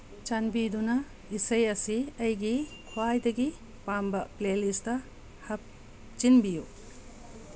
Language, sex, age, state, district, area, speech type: Manipuri, female, 45-60, Manipur, Tengnoupal, urban, read